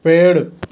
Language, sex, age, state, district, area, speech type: Hindi, male, 30-45, Madhya Pradesh, Bhopal, urban, read